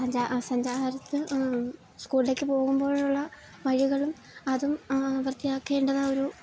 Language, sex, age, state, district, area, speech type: Malayalam, female, 18-30, Kerala, Idukki, rural, spontaneous